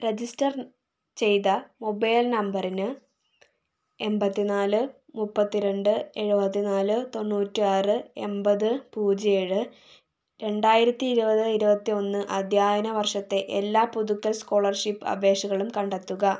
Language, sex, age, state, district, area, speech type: Malayalam, female, 18-30, Kerala, Wayanad, rural, read